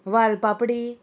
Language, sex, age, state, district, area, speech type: Goan Konkani, female, 18-30, Goa, Murmgao, rural, spontaneous